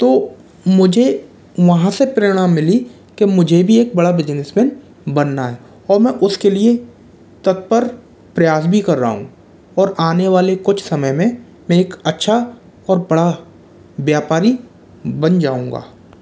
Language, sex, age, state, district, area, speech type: Hindi, male, 60+, Rajasthan, Jaipur, urban, spontaneous